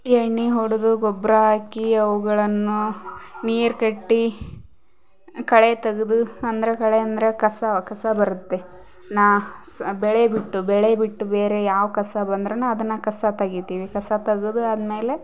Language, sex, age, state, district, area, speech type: Kannada, female, 18-30, Karnataka, Koppal, rural, spontaneous